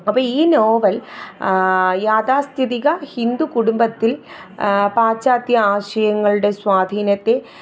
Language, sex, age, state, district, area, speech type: Malayalam, female, 30-45, Kerala, Thiruvananthapuram, urban, spontaneous